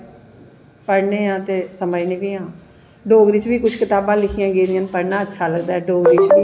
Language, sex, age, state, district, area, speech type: Dogri, female, 45-60, Jammu and Kashmir, Jammu, urban, spontaneous